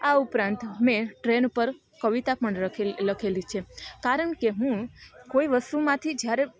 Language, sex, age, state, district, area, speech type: Gujarati, female, 30-45, Gujarat, Rajkot, rural, spontaneous